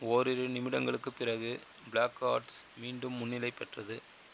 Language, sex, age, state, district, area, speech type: Tamil, male, 30-45, Tamil Nadu, Chengalpattu, rural, read